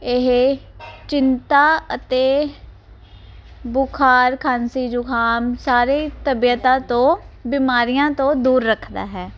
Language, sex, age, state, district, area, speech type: Punjabi, female, 30-45, Punjab, Ludhiana, urban, spontaneous